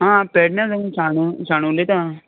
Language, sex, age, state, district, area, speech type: Goan Konkani, male, 18-30, Goa, Canacona, rural, conversation